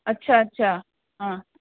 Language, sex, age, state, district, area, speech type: Sindhi, female, 30-45, Uttar Pradesh, Lucknow, urban, conversation